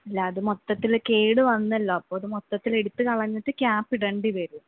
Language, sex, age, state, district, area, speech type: Malayalam, female, 18-30, Kerala, Wayanad, rural, conversation